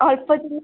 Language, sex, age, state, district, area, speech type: Odia, female, 18-30, Odisha, Kendujhar, urban, conversation